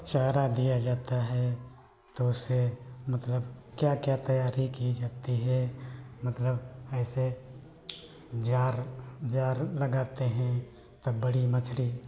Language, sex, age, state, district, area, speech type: Hindi, male, 45-60, Uttar Pradesh, Hardoi, rural, spontaneous